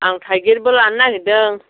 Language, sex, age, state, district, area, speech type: Bodo, female, 45-60, Assam, Kokrajhar, rural, conversation